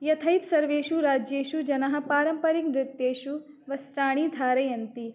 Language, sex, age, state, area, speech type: Sanskrit, female, 18-30, Uttar Pradesh, rural, spontaneous